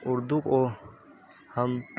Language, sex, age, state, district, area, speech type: Urdu, male, 30-45, Uttar Pradesh, Muzaffarnagar, urban, spontaneous